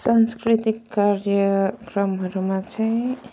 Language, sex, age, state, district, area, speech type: Nepali, female, 30-45, West Bengal, Kalimpong, rural, spontaneous